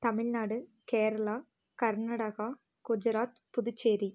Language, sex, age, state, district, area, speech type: Tamil, female, 18-30, Tamil Nadu, Namakkal, rural, spontaneous